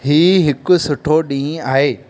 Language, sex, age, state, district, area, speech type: Sindhi, male, 18-30, Madhya Pradesh, Katni, rural, read